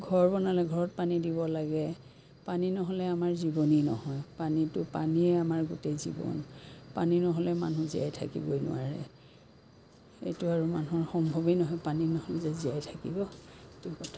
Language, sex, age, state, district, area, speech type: Assamese, female, 45-60, Assam, Biswanath, rural, spontaneous